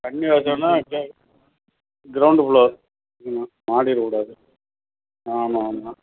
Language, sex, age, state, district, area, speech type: Tamil, male, 60+, Tamil Nadu, Perambalur, rural, conversation